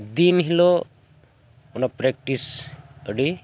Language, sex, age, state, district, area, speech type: Santali, male, 45-60, Jharkhand, Bokaro, rural, spontaneous